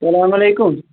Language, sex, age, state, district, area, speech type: Kashmiri, male, 30-45, Jammu and Kashmir, Shopian, rural, conversation